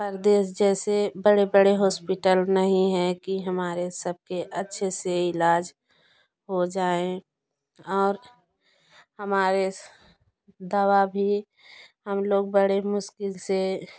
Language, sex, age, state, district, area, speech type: Hindi, female, 30-45, Uttar Pradesh, Jaunpur, rural, spontaneous